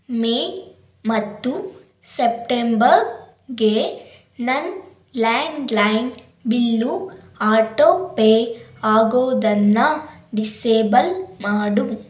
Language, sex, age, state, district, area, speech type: Kannada, female, 18-30, Karnataka, Davanagere, rural, read